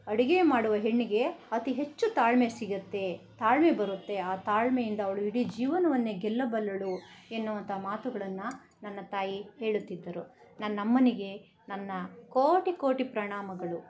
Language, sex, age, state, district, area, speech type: Kannada, female, 60+, Karnataka, Bangalore Rural, rural, spontaneous